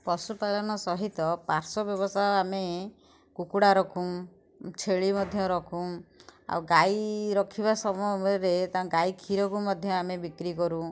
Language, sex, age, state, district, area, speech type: Odia, female, 30-45, Odisha, Kendujhar, urban, spontaneous